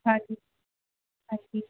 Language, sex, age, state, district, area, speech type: Punjabi, female, 18-30, Punjab, Muktsar, urban, conversation